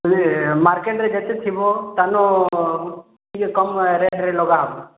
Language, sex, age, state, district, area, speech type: Odia, male, 30-45, Odisha, Boudh, rural, conversation